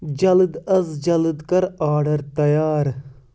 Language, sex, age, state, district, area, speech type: Kashmiri, male, 18-30, Jammu and Kashmir, Pulwama, rural, read